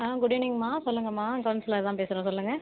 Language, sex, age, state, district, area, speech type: Tamil, male, 30-45, Tamil Nadu, Tiruchirappalli, rural, conversation